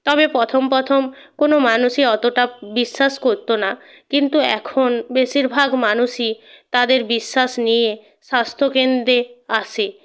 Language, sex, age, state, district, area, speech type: Bengali, female, 30-45, West Bengal, North 24 Parganas, rural, spontaneous